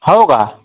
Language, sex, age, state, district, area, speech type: Marathi, male, 18-30, Maharashtra, Washim, rural, conversation